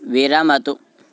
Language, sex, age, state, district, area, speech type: Sanskrit, male, 18-30, Karnataka, Haveri, rural, read